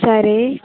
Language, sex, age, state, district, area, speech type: Telugu, female, 18-30, Telangana, Nalgonda, urban, conversation